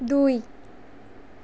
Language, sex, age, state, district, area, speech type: Assamese, female, 18-30, Assam, Darrang, rural, read